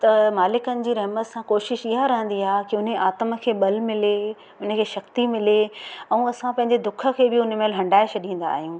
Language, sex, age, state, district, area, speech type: Sindhi, female, 45-60, Madhya Pradesh, Katni, urban, spontaneous